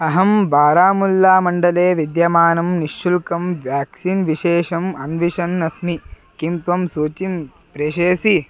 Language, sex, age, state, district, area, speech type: Sanskrit, male, 18-30, Karnataka, Haveri, rural, read